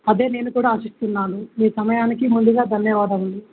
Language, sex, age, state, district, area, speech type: Telugu, male, 18-30, Telangana, Jangaon, rural, conversation